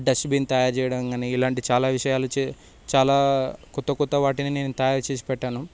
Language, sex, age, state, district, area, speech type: Telugu, male, 18-30, Telangana, Sangareddy, urban, spontaneous